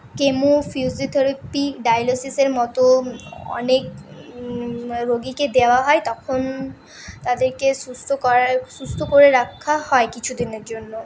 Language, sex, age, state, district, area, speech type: Bengali, female, 18-30, West Bengal, Paschim Bardhaman, urban, spontaneous